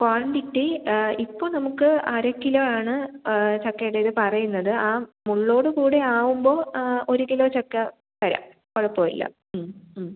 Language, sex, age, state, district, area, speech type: Malayalam, female, 18-30, Kerala, Thiruvananthapuram, rural, conversation